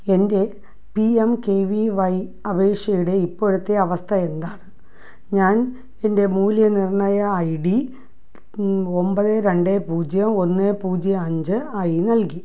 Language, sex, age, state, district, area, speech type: Malayalam, female, 60+, Kerala, Thiruvananthapuram, rural, read